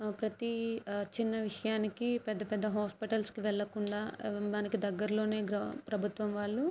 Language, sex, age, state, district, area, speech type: Telugu, female, 18-30, Andhra Pradesh, Kakinada, urban, spontaneous